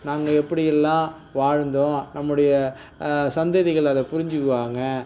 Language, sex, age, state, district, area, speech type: Tamil, male, 45-60, Tamil Nadu, Nagapattinam, rural, spontaneous